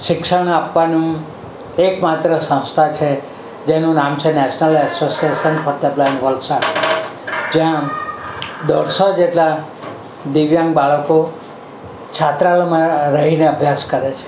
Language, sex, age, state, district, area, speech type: Gujarati, male, 60+, Gujarat, Valsad, urban, spontaneous